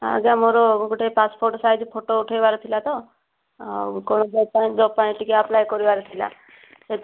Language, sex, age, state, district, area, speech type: Odia, female, 60+, Odisha, Kandhamal, rural, conversation